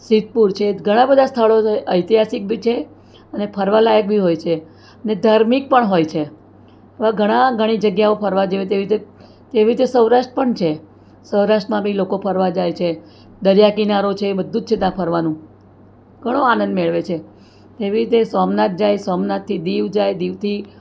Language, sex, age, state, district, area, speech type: Gujarati, female, 60+, Gujarat, Surat, urban, spontaneous